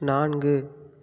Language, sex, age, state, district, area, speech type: Tamil, male, 18-30, Tamil Nadu, Tiruppur, rural, read